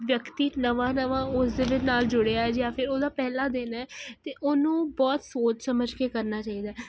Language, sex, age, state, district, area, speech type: Punjabi, female, 18-30, Punjab, Kapurthala, urban, spontaneous